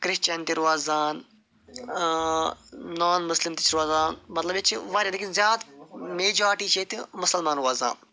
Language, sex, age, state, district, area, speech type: Kashmiri, male, 45-60, Jammu and Kashmir, Ganderbal, urban, spontaneous